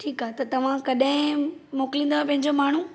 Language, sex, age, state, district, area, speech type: Sindhi, female, 30-45, Maharashtra, Thane, urban, spontaneous